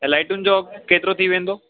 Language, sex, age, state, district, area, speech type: Sindhi, male, 18-30, Delhi, South Delhi, urban, conversation